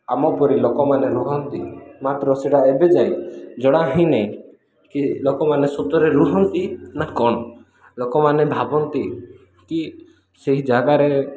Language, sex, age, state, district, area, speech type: Odia, male, 30-45, Odisha, Koraput, urban, spontaneous